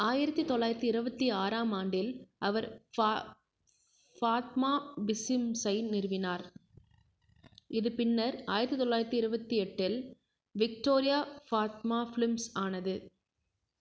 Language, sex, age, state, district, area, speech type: Tamil, female, 18-30, Tamil Nadu, Krishnagiri, rural, read